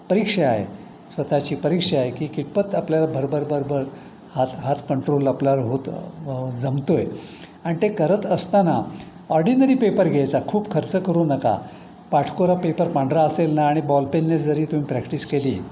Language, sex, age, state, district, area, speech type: Marathi, male, 60+, Maharashtra, Pune, urban, spontaneous